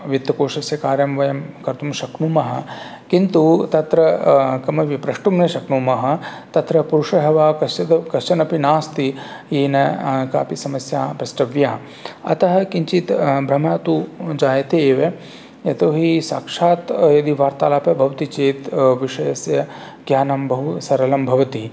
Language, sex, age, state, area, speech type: Sanskrit, male, 45-60, Rajasthan, rural, spontaneous